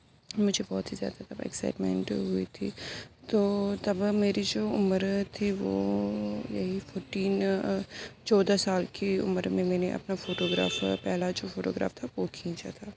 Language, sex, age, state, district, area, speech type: Urdu, female, 18-30, Uttar Pradesh, Aligarh, urban, spontaneous